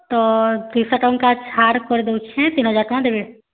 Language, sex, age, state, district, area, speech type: Odia, female, 18-30, Odisha, Bargarh, urban, conversation